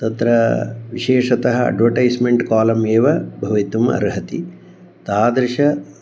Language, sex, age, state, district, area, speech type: Sanskrit, male, 60+, Karnataka, Bangalore Urban, urban, spontaneous